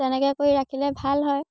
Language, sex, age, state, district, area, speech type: Assamese, female, 18-30, Assam, Sivasagar, rural, spontaneous